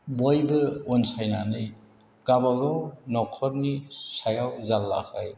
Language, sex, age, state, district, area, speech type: Bodo, male, 60+, Assam, Chirang, rural, spontaneous